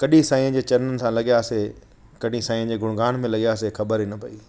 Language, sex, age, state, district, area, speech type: Sindhi, male, 45-60, Delhi, South Delhi, urban, spontaneous